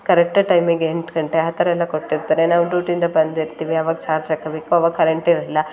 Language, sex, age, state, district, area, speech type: Kannada, female, 30-45, Karnataka, Hassan, urban, spontaneous